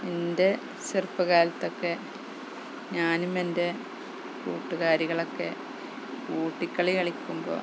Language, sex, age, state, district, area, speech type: Malayalam, female, 30-45, Kerala, Malappuram, rural, spontaneous